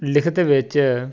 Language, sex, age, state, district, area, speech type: Punjabi, male, 30-45, Punjab, Tarn Taran, rural, spontaneous